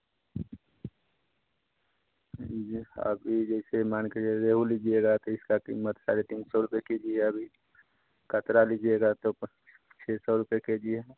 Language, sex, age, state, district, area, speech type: Hindi, male, 30-45, Bihar, Samastipur, urban, conversation